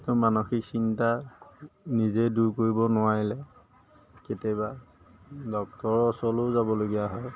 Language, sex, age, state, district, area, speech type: Assamese, male, 30-45, Assam, Majuli, urban, spontaneous